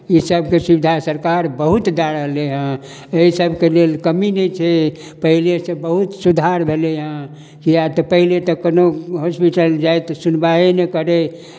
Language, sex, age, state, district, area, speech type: Maithili, male, 60+, Bihar, Darbhanga, rural, spontaneous